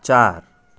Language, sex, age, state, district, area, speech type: Nepali, male, 45-60, West Bengal, Darjeeling, rural, read